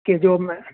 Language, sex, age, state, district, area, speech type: Urdu, male, 30-45, Uttar Pradesh, Gautam Buddha Nagar, urban, conversation